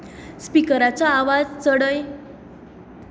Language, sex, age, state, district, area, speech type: Goan Konkani, female, 18-30, Goa, Tiswadi, rural, read